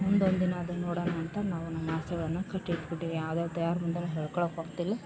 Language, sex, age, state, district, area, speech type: Kannada, female, 18-30, Karnataka, Vijayanagara, rural, spontaneous